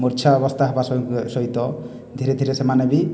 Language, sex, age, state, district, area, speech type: Odia, male, 18-30, Odisha, Boudh, rural, spontaneous